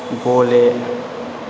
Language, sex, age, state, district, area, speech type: Bodo, male, 18-30, Assam, Chirang, rural, read